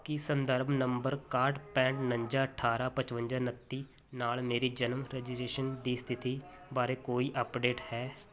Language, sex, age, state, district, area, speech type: Punjabi, male, 30-45, Punjab, Muktsar, rural, read